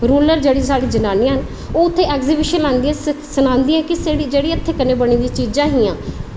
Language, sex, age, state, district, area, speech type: Dogri, female, 30-45, Jammu and Kashmir, Udhampur, urban, spontaneous